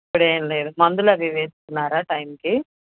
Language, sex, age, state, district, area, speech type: Telugu, female, 45-60, Andhra Pradesh, Bapatla, rural, conversation